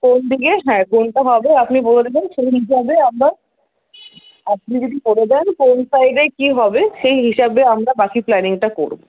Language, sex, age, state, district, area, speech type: Bengali, female, 60+, West Bengal, Paschim Bardhaman, rural, conversation